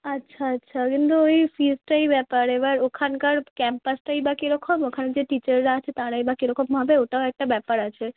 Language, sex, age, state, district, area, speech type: Bengali, female, 18-30, West Bengal, Darjeeling, rural, conversation